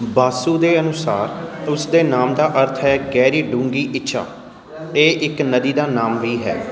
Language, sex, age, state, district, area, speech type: Punjabi, male, 30-45, Punjab, Amritsar, urban, read